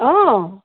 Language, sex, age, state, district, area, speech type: Assamese, female, 60+, Assam, Goalpara, urban, conversation